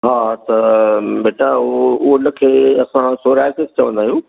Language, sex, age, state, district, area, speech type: Sindhi, male, 60+, Madhya Pradesh, Katni, rural, conversation